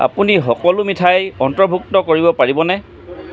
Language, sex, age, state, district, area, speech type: Assamese, male, 45-60, Assam, Charaideo, urban, read